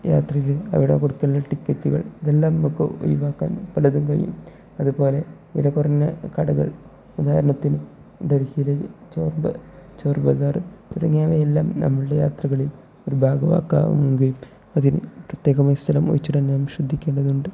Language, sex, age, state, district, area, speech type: Malayalam, male, 18-30, Kerala, Kozhikode, rural, spontaneous